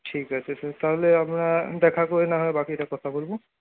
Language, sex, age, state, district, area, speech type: Bengali, male, 30-45, West Bengal, Purulia, urban, conversation